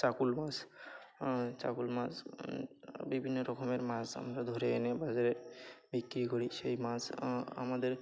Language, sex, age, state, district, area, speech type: Bengali, male, 45-60, West Bengal, Birbhum, urban, spontaneous